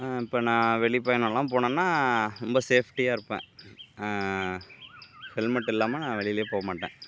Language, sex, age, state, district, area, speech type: Tamil, male, 45-60, Tamil Nadu, Mayiladuthurai, urban, spontaneous